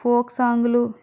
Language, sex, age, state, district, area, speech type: Telugu, female, 60+, Andhra Pradesh, Vizianagaram, rural, spontaneous